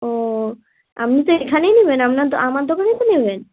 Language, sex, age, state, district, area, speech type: Bengali, female, 18-30, West Bengal, Bankura, urban, conversation